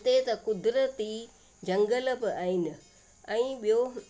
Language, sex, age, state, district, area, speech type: Sindhi, female, 60+, Rajasthan, Ajmer, urban, spontaneous